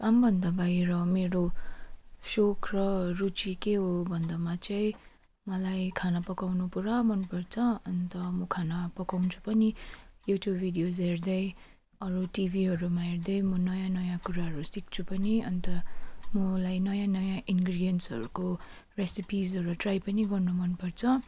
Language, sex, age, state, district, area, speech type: Nepali, female, 45-60, West Bengal, Darjeeling, rural, spontaneous